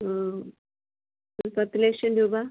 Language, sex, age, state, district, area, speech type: Malayalam, female, 45-60, Kerala, Thiruvananthapuram, rural, conversation